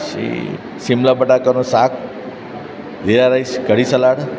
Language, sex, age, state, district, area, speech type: Gujarati, male, 45-60, Gujarat, Valsad, rural, spontaneous